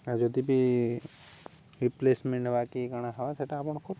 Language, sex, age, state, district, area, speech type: Odia, male, 30-45, Odisha, Balangir, urban, spontaneous